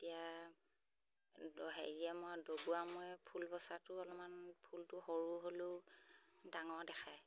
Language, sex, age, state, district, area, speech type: Assamese, female, 45-60, Assam, Sivasagar, rural, spontaneous